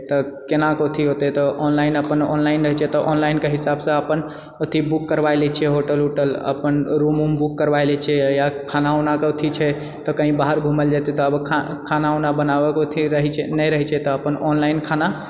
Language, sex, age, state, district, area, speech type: Maithili, male, 30-45, Bihar, Purnia, rural, spontaneous